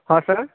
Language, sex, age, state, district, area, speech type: Odia, male, 45-60, Odisha, Nuapada, urban, conversation